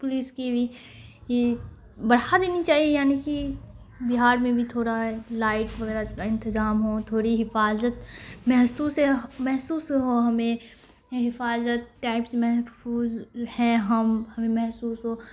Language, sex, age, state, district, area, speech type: Urdu, female, 18-30, Bihar, Khagaria, rural, spontaneous